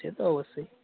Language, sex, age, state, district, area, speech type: Bengali, male, 45-60, West Bengal, Dakshin Dinajpur, rural, conversation